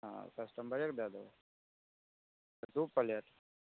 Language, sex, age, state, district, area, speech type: Maithili, male, 18-30, Bihar, Begusarai, rural, conversation